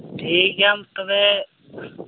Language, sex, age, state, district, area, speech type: Santali, male, 18-30, Jharkhand, Pakur, rural, conversation